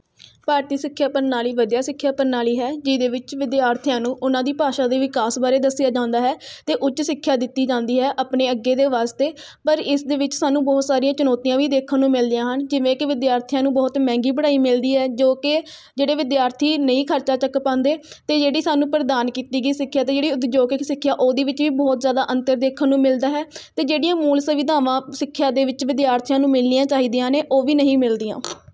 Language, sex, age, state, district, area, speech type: Punjabi, female, 18-30, Punjab, Rupnagar, rural, spontaneous